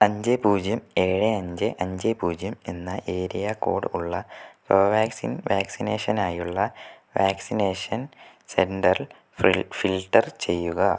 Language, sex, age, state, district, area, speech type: Malayalam, male, 18-30, Kerala, Kozhikode, urban, read